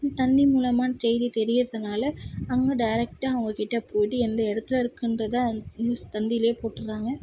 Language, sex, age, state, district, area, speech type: Tamil, female, 18-30, Tamil Nadu, Tirupattur, urban, spontaneous